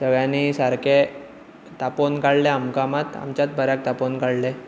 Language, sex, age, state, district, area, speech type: Goan Konkani, male, 18-30, Goa, Bardez, urban, spontaneous